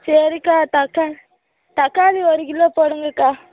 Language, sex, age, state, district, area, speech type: Tamil, female, 18-30, Tamil Nadu, Madurai, urban, conversation